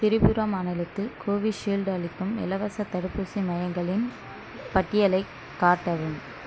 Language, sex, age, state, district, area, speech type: Tamil, female, 18-30, Tamil Nadu, Kallakurichi, rural, read